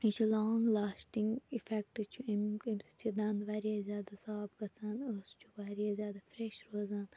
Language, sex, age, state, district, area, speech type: Kashmiri, female, 18-30, Jammu and Kashmir, Shopian, rural, spontaneous